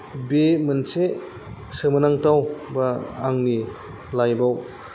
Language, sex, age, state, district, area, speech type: Bodo, male, 30-45, Assam, Kokrajhar, rural, spontaneous